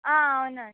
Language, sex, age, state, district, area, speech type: Telugu, female, 45-60, Andhra Pradesh, Visakhapatnam, urban, conversation